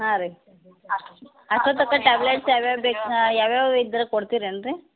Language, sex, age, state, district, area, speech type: Kannada, female, 60+, Karnataka, Belgaum, rural, conversation